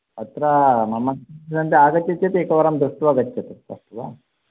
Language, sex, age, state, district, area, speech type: Sanskrit, male, 45-60, Karnataka, Shimoga, urban, conversation